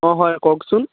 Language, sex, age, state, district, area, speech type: Assamese, male, 18-30, Assam, Dhemaji, rural, conversation